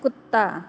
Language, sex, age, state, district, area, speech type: Hindi, female, 45-60, Bihar, Begusarai, rural, read